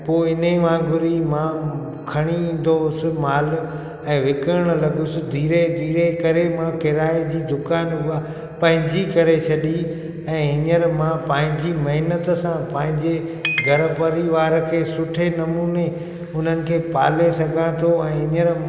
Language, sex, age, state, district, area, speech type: Sindhi, male, 45-60, Gujarat, Junagadh, rural, spontaneous